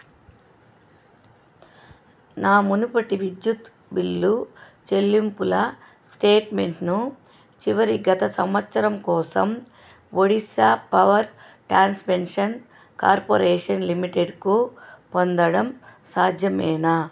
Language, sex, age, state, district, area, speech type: Telugu, female, 45-60, Andhra Pradesh, Chittoor, rural, read